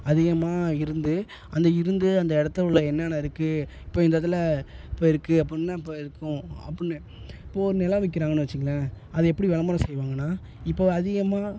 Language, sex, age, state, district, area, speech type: Tamil, male, 18-30, Tamil Nadu, Thanjavur, urban, spontaneous